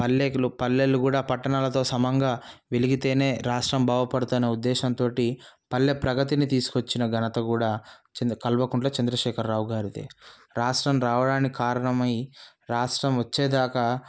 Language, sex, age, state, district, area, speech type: Telugu, male, 30-45, Telangana, Sangareddy, urban, spontaneous